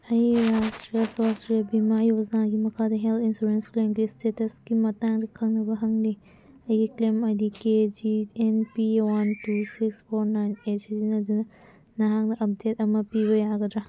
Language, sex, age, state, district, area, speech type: Manipuri, female, 18-30, Manipur, Senapati, rural, read